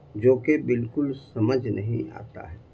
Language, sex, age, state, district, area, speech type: Urdu, male, 60+, Bihar, Gaya, urban, spontaneous